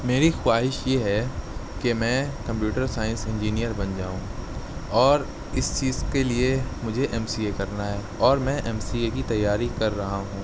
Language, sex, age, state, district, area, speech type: Urdu, male, 18-30, Uttar Pradesh, Shahjahanpur, rural, spontaneous